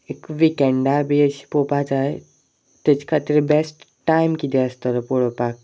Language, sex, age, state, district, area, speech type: Goan Konkani, male, 18-30, Goa, Sanguem, rural, spontaneous